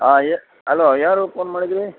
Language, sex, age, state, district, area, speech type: Kannada, male, 60+, Karnataka, Dakshina Kannada, rural, conversation